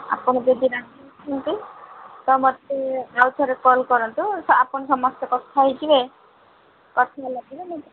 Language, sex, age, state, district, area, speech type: Odia, female, 30-45, Odisha, Rayagada, rural, conversation